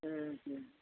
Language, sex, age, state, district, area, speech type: Tamil, female, 60+, Tamil Nadu, Namakkal, rural, conversation